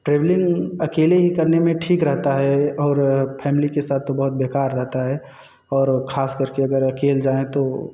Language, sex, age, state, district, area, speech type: Hindi, male, 18-30, Uttar Pradesh, Jaunpur, urban, spontaneous